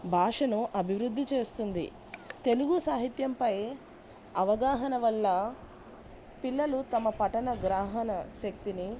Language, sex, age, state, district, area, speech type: Telugu, female, 30-45, Andhra Pradesh, Bapatla, rural, spontaneous